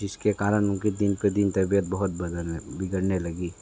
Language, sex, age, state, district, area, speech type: Hindi, male, 18-30, Uttar Pradesh, Sonbhadra, rural, spontaneous